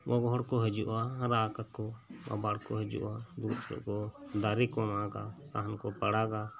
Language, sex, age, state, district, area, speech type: Santali, male, 30-45, West Bengal, Birbhum, rural, spontaneous